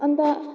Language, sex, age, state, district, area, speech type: Nepali, female, 18-30, West Bengal, Jalpaiguri, rural, spontaneous